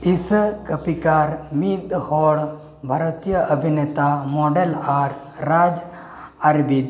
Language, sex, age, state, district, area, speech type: Santali, male, 18-30, Jharkhand, East Singhbhum, rural, read